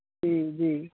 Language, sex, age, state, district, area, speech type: Hindi, male, 30-45, Bihar, Madhepura, rural, conversation